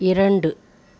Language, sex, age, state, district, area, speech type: Tamil, female, 60+, Tamil Nadu, Coimbatore, rural, read